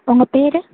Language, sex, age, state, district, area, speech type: Tamil, female, 18-30, Tamil Nadu, Sivaganga, rural, conversation